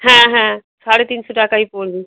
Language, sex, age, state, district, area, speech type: Bengali, female, 45-60, West Bengal, North 24 Parganas, urban, conversation